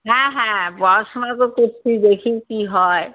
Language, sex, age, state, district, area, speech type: Bengali, female, 60+, West Bengal, Alipurduar, rural, conversation